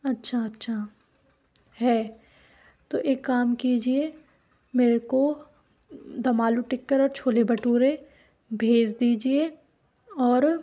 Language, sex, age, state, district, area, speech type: Hindi, female, 30-45, Rajasthan, Karauli, urban, spontaneous